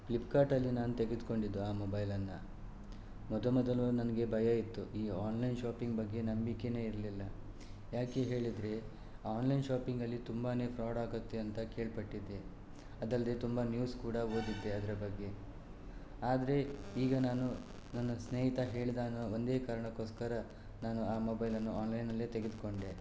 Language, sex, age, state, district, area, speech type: Kannada, male, 18-30, Karnataka, Shimoga, rural, spontaneous